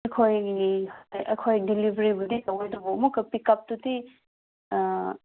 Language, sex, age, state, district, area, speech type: Manipuri, female, 18-30, Manipur, Kangpokpi, urban, conversation